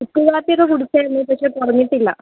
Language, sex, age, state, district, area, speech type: Malayalam, female, 18-30, Kerala, Wayanad, rural, conversation